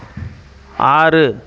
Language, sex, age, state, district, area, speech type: Tamil, male, 45-60, Tamil Nadu, Tiruvannamalai, rural, read